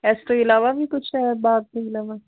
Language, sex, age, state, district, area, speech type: Punjabi, female, 60+, Punjab, Fazilka, rural, conversation